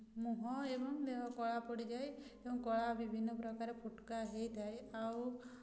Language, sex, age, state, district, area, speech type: Odia, female, 30-45, Odisha, Mayurbhanj, rural, spontaneous